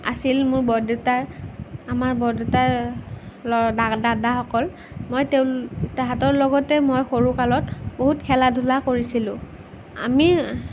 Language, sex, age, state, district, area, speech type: Assamese, female, 18-30, Assam, Nalbari, rural, spontaneous